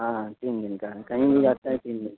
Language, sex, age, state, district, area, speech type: Urdu, male, 30-45, Uttar Pradesh, Lucknow, urban, conversation